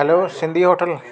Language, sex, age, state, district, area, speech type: Sindhi, male, 30-45, Delhi, South Delhi, urban, spontaneous